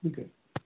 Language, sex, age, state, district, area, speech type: Marathi, male, 60+, Maharashtra, Osmanabad, rural, conversation